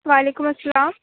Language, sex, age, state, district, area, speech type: Urdu, female, 18-30, Uttar Pradesh, Aligarh, urban, conversation